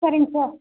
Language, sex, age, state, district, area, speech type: Tamil, female, 30-45, Tamil Nadu, Dharmapuri, rural, conversation